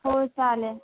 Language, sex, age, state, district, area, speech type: Marathi, female, 18-30, Maharashtra, Ratnagiri, rural, conversation